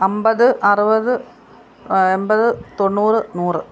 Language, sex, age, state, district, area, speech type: Malayalam, female, 45-60, Kerala, Kollam, rural, spontaneous